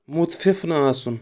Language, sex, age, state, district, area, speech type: Kashmiri, male, 45-60, Jammu and Kashmir, Kulgam, urban, read